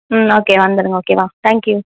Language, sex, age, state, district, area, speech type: Tamil, female, 18-30, Tamil Nadu, Tenkasi, rural, conversation